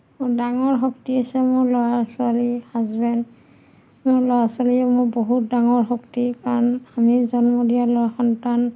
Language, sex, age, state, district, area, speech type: Assamese, female, 45-60, Assam, Nagaon, rural, spontaneous